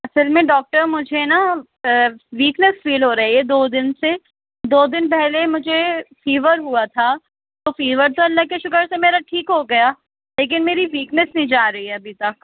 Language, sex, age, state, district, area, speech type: Urdu, female, 30-45, Delhi, Central Delhi, urban, conversation